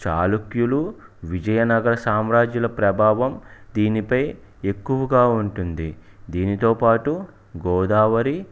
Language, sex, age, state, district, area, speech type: Telugu, male, 30-45, Andhra Pradesh, Palnadu, urban, spontaneous